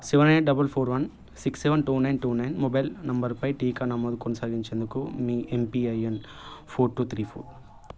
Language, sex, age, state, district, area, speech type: Telugu, male, 18-30, Telangana, Nirmal, rural, read